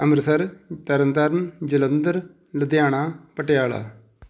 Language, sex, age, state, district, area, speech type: Punjabi, male, 45-60, Punjab, Tarn Taran, rural, spontaneous